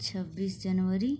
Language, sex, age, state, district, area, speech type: Hindi, female, 30-45, Uttar Pradesh, Azamgarh, rural, spontaneous